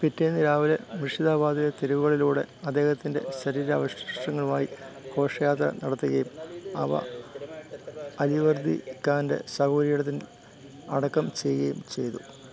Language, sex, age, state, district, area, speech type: Malayalam, male, 60+, Kerala, Kottayam, urban, read